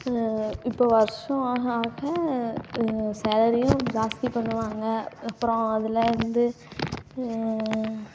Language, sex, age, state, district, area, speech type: Tamil, female, 18-30, Tamil Nadu, Namakkal, rural, spontaneous